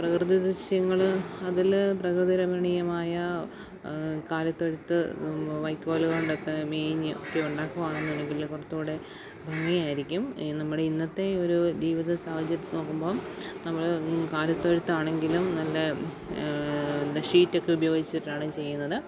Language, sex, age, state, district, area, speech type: Malayalam, female, 30-45, Kerala, Alappuzha, rural, spontaneous